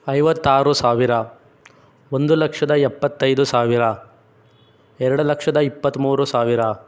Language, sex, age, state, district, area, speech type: Kannada, male, 18-30, Karnataka, Chikkaballapur, urban, spontaneous